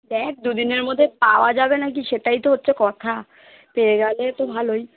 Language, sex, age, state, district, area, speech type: Bengali, female, 30-45, West Bengal, Kolkata, urban, conversation